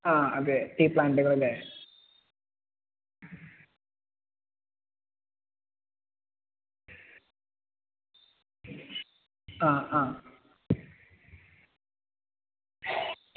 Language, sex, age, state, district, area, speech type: Malayalam, male, 30-45, Kerala, Malappuram, rural, conversation